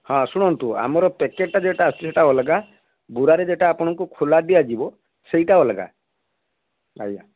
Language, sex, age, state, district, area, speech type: Odia, male, 60+, Odisha, Balasore, rural, conversation